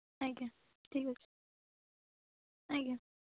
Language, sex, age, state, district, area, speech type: Odia, female, 18-30, Odisha, Balasore, rural, conversation